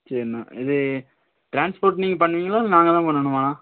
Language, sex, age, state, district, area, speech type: Tamil, male, 18-30, Tamil Nadu, Thoothukudi, rural, conversation